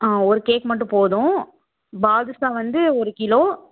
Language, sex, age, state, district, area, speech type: Tamil, female, 18-30, Tamil Nadu, Namakkal, rural, conversation